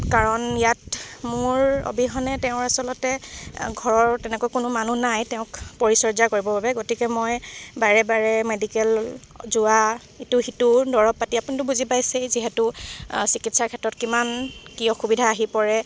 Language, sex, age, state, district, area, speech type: Assamese, female, 18-30, Assam, Dibrugarh, rural, spontaneous